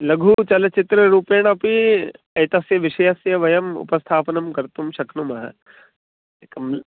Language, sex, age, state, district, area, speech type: Sanskrit, male, 45-60, Madhya Pradesh, Indore, rural, conversation